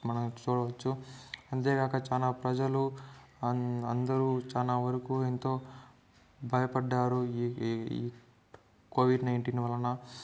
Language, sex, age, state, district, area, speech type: Telugu, male, 45-60, Andhra Pradesh, Chittoor, urban, spontaneous